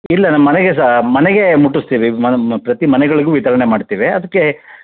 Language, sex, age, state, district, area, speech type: Kannada, male, 45-60, Karnataka, Shimoga, rural, conversation